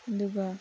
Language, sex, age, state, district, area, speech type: Manipuri, female, 18-30, Manipur, Chandel, rural, spontaneous